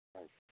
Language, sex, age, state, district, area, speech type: Hindi, male, 18-30, Rajasthan, Nagaur, rural, conversation